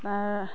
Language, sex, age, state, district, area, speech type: Assamese, female, 30-45, Assam, Dhemaji, rural, spontaneous